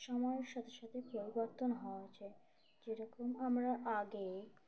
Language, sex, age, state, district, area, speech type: Bengali, female, 18-30, West Bengal, Birbhum, urban, spontaneous